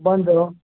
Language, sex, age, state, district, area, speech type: Kannada, male, 60+, Karnataka, Dharwad, rural, conversation